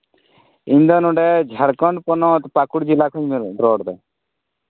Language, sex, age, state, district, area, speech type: Santali, male, 30-45, Jharkhand, Pakur, rural, conversation